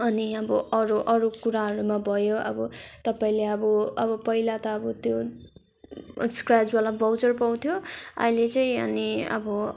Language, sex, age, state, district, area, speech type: Nepali, female, 18-30, West Bengal, Darjeeling, rural, spontaneous